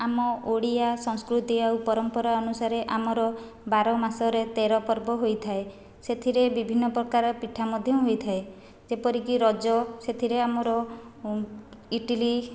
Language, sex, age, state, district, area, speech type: Odia, female, 45-60, Odisha, Khordha, rural, spontaneous